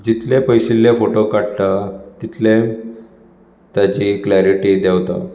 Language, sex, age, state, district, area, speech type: Goan Konkani, male, 30-45, Goa, Bardez, urban, spontaneous